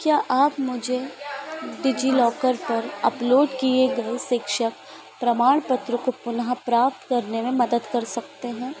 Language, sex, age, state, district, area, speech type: Hindi, female, 18-30, Madhya Pradesh, Chhindwara, urban, read